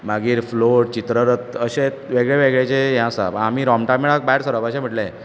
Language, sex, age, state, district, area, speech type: Goan Konkani, male, 30-45, Goa, Bardez, urban, spontaneous